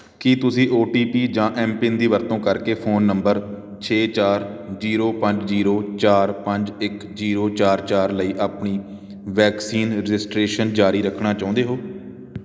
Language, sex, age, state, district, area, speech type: Punjabi, male, 30-45, Punjab, Patiala, rural, read